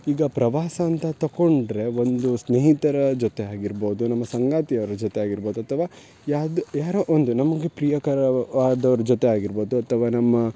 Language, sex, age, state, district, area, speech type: Kannada, male, 18-30, Karnataka, Uttara Kannada, rural, spontaneous